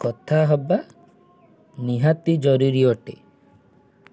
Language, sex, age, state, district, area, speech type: Odia, male, 18-30, Odisha, Kendujhar, urban, spontaneous